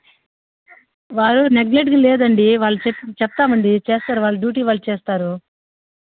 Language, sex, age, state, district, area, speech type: Telugu, female, 60+, Andhra Pradesh, Sri Balaji, urban, conversation